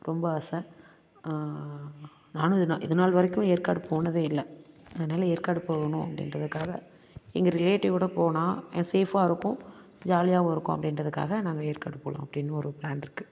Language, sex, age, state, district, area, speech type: Tamil, female, 30-45, Tamil Nadu, Namakkal, rural, spontaneous